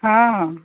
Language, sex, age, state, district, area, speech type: Odia, female, 60+, Odisha, Gajapati, rural, conversation